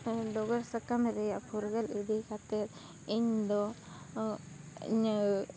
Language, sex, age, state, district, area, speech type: Santali, female, 30-45, Jharkhand, Seraikela Kharsawan, rural, spontaneous